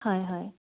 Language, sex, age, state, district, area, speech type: Assamese, female, 30-45, Assam, Kamrup Metropolitan, urban, conversation